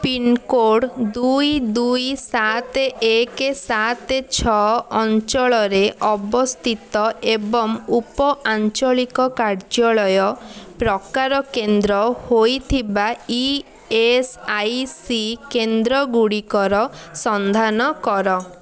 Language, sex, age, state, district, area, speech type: Odia, female, 18-30, Odisha, Puri, urban, read